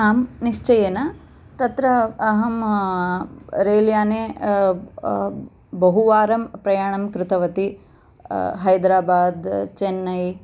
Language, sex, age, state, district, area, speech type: Sanskrit, female, 45-60, Andhra Pradesh, Kurnool, urban, spontaneous